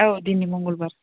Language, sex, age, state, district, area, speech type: Bodo, female, 30-45, Assam, Udalguri, rural, conversation